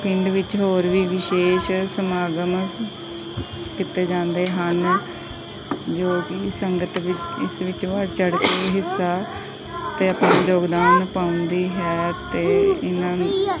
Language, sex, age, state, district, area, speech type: Punjabi, female, 18-30, Punjab, Pathankot, rural, spontaneous